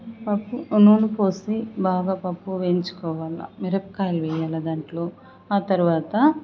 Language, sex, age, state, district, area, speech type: Telugu, female, 45-60, Andhra Pradesh, Sri Balaji, rural, spontaneous